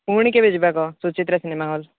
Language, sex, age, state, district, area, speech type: Odia, male, 18-30, Odisha, Jagatsinghpur, rural, conversation